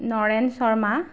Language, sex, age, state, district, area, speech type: Assamese, female, 30-45, Assam, Golaghat, urban, spontaneous